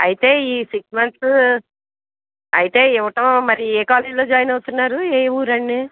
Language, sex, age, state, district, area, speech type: Telugu, female, 60+, Andhra Pradesh, Eluru, urban, conversation